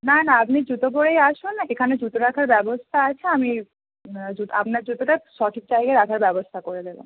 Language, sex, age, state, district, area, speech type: Bengali, female, 18-30, West Bengal, Howrah, urban, conversation